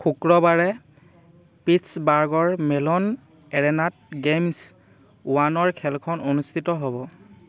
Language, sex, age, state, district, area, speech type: Assamese, male, 18-30, Assam, Dhemaji, rural, read